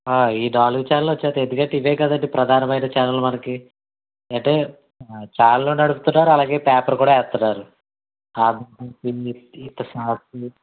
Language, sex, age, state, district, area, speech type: Telugu, male, 30-45, Andhra Pradesh, Konaseema, rural, conversation